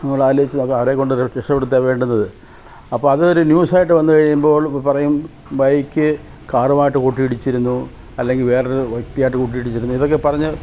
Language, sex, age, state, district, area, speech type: Malayalam, male, 60+, Kerala, Kollam, rural, spontaneous